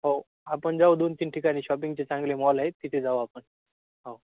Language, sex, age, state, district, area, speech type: Marathi, male, 30-45, Maharashtra, Hingoli, urban, conversation